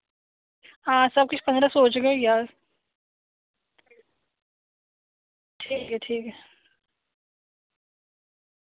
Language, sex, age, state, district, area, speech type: Dogri, female, 18-30, Jammu and Kashmir, Samba, rural, conversation